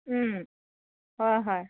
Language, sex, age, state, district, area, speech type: Assamese, female, 30-45, Assam, Dhemaji, urban, conversation